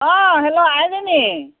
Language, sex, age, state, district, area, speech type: Assamese, female, 45-60, Assam, Morigaon, rural, conversation